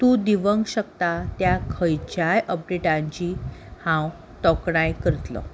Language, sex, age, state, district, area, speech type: Goan Konkani, female, 18-30, Goa, Salcete, urban, read